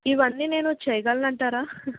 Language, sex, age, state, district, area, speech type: Telugu, female, 30-45, Andhra Pradesh, Krishna, urban, conversation